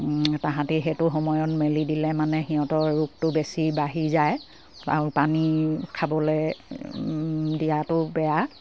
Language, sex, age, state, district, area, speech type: Assamese, female, 60+, Assam, Dibrugarh, rural, spontaneous